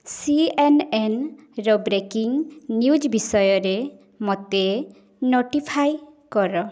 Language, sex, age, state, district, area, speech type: Odia, female, 18-30, Odisha, Mayurbhanj, rural, read